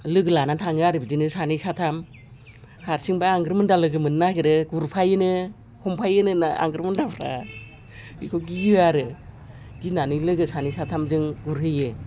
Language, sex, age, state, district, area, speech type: Bodo, female, 60+, Assam, Udalguri, rural, spontaneous